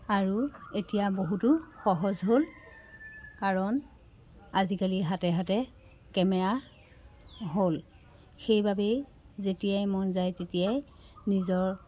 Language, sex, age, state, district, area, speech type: Assamese, female, 30-45, Assam, Jorhat, urban, spontaneous